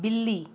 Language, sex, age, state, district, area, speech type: Punjabi, female, 30-45, Punjab, Rupnagar, urban, read